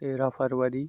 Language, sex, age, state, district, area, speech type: Hindi, male, 30-45, Madhya Pradesh, Hoshangabad, rural, spontaneous